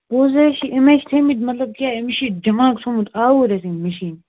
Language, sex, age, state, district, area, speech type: Kashmiri, male, 18-30, Jammu and Kashmir, Kupwara, rural, conversation